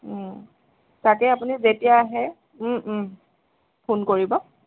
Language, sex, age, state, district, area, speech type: Assamese, female, 30-45, Assam, Lakhimpur, rural, conversation